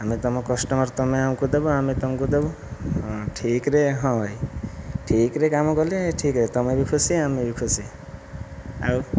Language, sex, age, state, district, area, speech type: Odia, male, 60+, Odisha, Kandhamal, rural, spontaneous